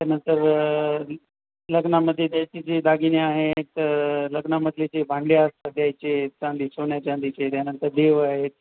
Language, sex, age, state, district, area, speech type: Marathi, male, 30-45, Maharashtra, Nanded, rural, conversation